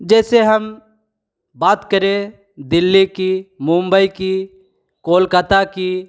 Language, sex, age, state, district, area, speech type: Hindi, male, 18-30, Bihar, Begusarai, rural, spontaneous